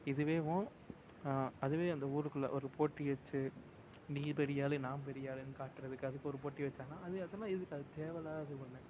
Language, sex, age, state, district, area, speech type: Tamil, male, 18-30, Tamil Nadu, Perambalur, urban, spontaneous